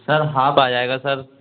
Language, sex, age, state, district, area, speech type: Hindi, male, 18-30, Madhya Pradesh, Gwalior, urban, conversation